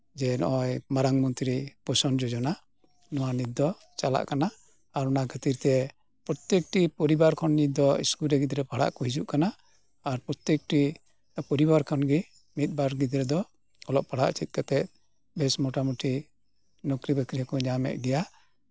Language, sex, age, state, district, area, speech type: Santali, male, 60+, West Bengal, Birbhum, rural, spontaneous